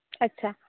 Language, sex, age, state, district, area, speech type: Santali, female, 18-30, West Bengal, Purulia, rural, conversation